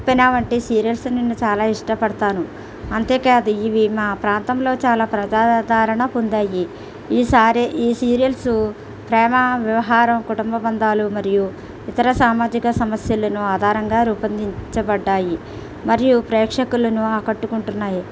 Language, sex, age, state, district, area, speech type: Telugu, female, 60+, Andhra Pradesh, East Godavari, rural, spontaneous